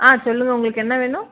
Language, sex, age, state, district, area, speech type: Tamil, female, 18-30, Tamil Nadu, Namakkal, rural, conversation